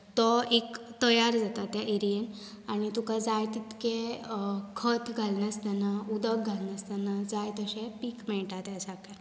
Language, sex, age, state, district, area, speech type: Goan Konkani, female, 18-30, Goa, Bardez, urban, spontaneous